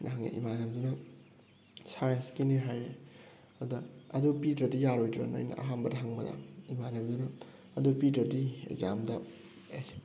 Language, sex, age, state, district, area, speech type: Manipuri, male, 18-30, Manipur, Thoubal, rural, spontaneous